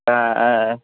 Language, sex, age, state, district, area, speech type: Tamil, male, 45-60, Tamil Nadu, Cuddalore, rural, conversation